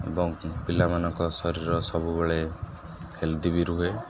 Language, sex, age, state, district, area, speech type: Odia, male, 18-30, Odisha, Sundergarh, urban, spontaneous